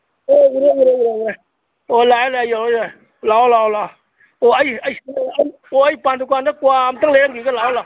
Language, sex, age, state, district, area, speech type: Manipuri, male, 60+, Manipur, Imphal East, rural, conversation